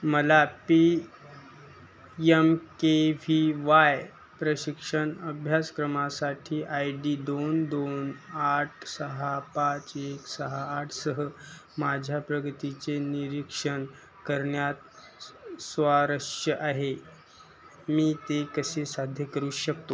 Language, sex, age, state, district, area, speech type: Marathi, male, 18-30, Maharashtra, Osmanabad, rural, read